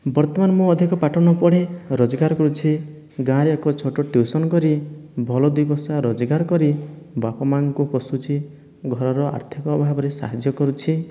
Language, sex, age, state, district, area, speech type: Odia, male, 18-30, Odisha, Boudh, rural, spontaneous